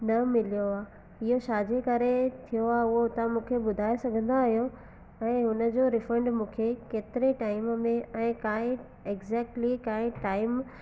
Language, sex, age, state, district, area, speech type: Sindhi, female, 18-30, Gujarat, Surat, urban, spontaneous